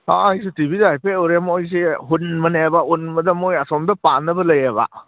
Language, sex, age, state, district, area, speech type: Manipuri, male, 45-60, Manipur, Kangpokpi, urban, conversation